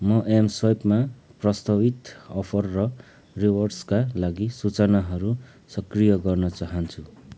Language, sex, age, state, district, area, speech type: Nepali, male, 45-60, West Bengal, Kalimpong, rural, read